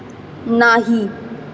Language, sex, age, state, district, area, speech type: Marathi, female, 30-45, Maharashtra, Mumbai Suburban, urban, read